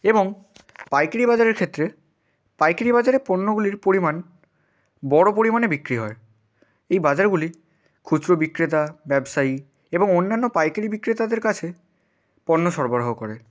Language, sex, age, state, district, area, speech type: Bengali, male, 18-30, West Bengal, Bankura, urban, spontaneous